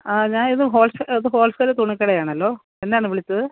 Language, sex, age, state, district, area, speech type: Malayalam, female, 45-60, Kerala, Pathanamthitta, rural, conversation